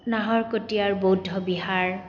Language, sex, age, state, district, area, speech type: Assamese, female, 30-45, Assam, Kamrup Metropolitan, urban, spontaneous